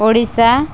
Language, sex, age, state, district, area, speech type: Odia, female, 45-60, Odisha, Malkangiri, urban, spontaneous